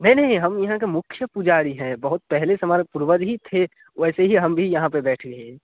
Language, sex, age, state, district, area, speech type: Hindi, male, 18-30, Bihar, Darbhanga, rural, conversation